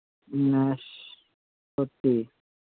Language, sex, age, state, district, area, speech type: Bengali, male, 60+, West Bengal, Purba Bardhaman, rural, conversation